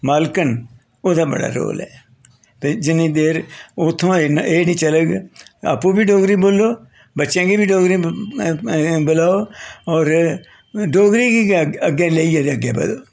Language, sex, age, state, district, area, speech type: Dogri, male, 60+, Jammu and Kashmir, Jammu, urban, spontaneous